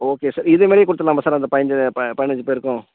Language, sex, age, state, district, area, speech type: Tamil, male, 60+, Tamil Nadu, Tiruppur, rural, conversation